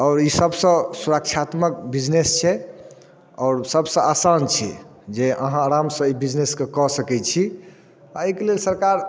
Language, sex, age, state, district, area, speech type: Maithili, male, 30-45, Bihar, Darbhanga, rural, spontaneous